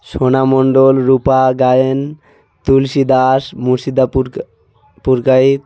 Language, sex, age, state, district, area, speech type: Bengali, male, 30-45, West Bengal, South 24 Parganas, rural, spontaneous